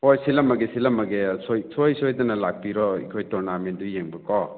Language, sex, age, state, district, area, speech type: Manipuri, male, 45-60, Manipur, Churachandpur, urban, conversation